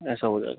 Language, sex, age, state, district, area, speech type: Hindi, male, 60+, Madhya Pradesh, Bhopal, urban, conversation